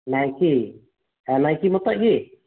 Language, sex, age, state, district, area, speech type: Santali, male, 45-60, West Bengal, Birbhum, rural, conversation